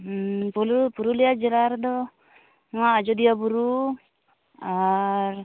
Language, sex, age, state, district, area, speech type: Santali, female, 18-30, West Bengal, Purulia, rural, conversation